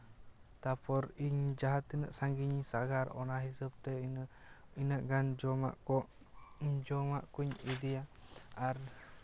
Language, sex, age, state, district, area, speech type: Santali, male, 18-30, West Bengal, Jhargram, rural, spontaneous